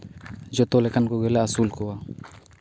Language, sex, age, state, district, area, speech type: Santali, male, 30-45, Jharkhand, Seraikela Kharsawan, rural, spontaneous